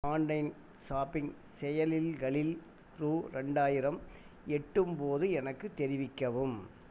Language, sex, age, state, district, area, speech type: Tamil, male, 60+, Tamil Nadu, Erode, rural, read